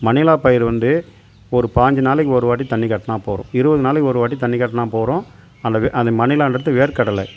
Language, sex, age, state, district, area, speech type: Tamil, male, 45-60, Tamil Nadu, Tiruvannamalai, rural, spontaneous